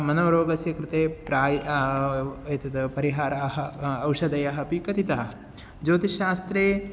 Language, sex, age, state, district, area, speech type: Sanskrit, male, 30-45, Kerala, Ernakulam, rural, spontaneous